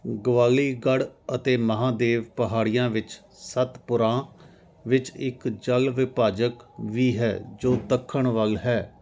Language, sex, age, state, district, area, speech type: Punjabi, male, 45-60, Punjab, Jalandhar, urban, read